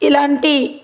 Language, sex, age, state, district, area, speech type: Telugu, female, 30-45, Andhra Pradesh, Guntur, rural, spontaneous